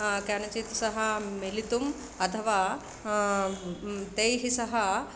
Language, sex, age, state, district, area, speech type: Sanskrit, female, 45-60, Andhra Pradesh, East Godavari, urban, spontaneous